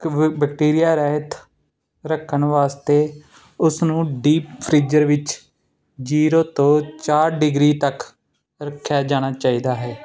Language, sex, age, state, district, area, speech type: Punjabi, male, 30-45, Punjab, Ludhiana, urban, spontaneous